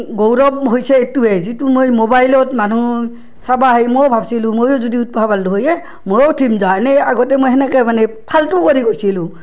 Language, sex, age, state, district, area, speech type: Assamese, female, 30-45, Assam, Barpeta, rural, spontaneous